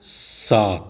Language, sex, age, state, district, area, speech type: Maithili, male, 60+, Bihar, Saharsa, urban, read